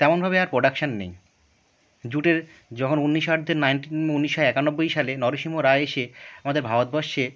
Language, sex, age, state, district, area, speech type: Bengali, male, 18-30, West Bengal, Birbhum, urban, spontaneous